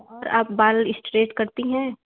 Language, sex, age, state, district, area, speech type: Hindi, female, 18-30, Uttar Pradesh, Chandauli, urban, conversation